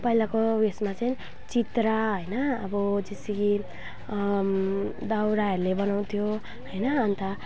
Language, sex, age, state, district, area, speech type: Nepali, female, 18-30, West Bengal, Alipurduar, rural, spontaneous